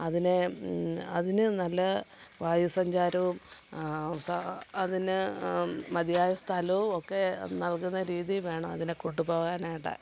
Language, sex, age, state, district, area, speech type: Malayalam, female, 45-60, Kerala, Kottayam, rural, spontaneous